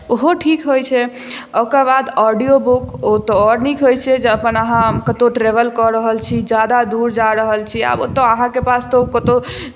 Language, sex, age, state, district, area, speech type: Maithili, female, 18-30, Bihar, Madhubani, rural, spontaneous